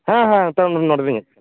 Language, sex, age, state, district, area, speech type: Santali, male, 30-45, West Bengal, Purba Bardhaman, rural, conversation